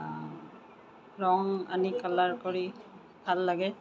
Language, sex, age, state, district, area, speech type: Assamese, female, 45-60, Assam, Kamrup Metropolitan, urban, spontaneous